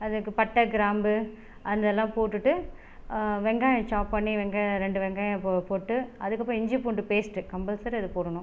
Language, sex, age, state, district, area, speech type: Tamil, female, 30-45, Tamil Nadu, Tiruchirappalli, rural, spontaneous